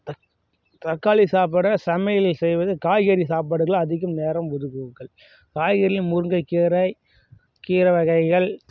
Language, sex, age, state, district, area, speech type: Tamil, male, 30-45, Tamil Nadu, Kallakurichi, rural, spontaneous